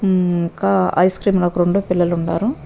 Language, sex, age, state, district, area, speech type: Telugu, female, 60+, Andhra Pradesh, Nellore, rural, spontaneous